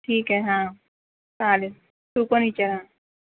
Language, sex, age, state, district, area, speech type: Marathi, female, 18-30, Maharashtra, Mumbai Suburban, urban, conversation